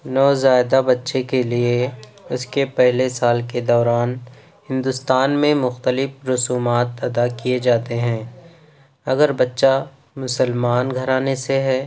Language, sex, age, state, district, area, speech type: Urdu, male, 18-30, Uttar Pradesh, Ghaziabad, urban, spontaneous